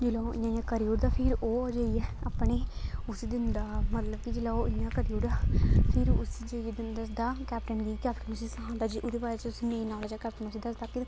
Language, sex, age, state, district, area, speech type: Dogri, female, 18-30, Jammu and Kashmir, Kathua, rural, spontaneous